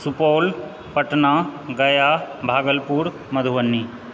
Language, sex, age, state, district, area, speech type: Maithili, male, 30-45, Bihar, Supaul, rural, spontaneous